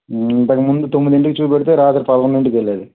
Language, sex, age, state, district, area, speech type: Telugu, male, 30-45, Andhra Pradesh, Krishna, urban, conversation